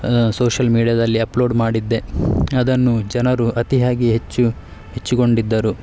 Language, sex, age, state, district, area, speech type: Kannada, male, 30-45, Karnataka, Udupi, rural, spontaneous